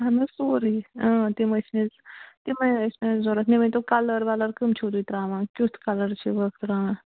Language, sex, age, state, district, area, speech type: Kashmiri, female, 45-60, Jammu and Kashmir, Bandipora, rural, conversation